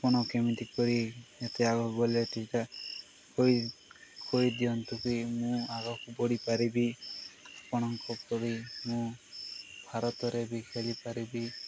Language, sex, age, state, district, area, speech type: Odia, male, 18-30, Odisha, Nabarangpur, urban, spontaneous